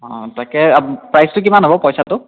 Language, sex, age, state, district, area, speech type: Assamese, male, 18-30, Assam, Biswanath, rural, conversation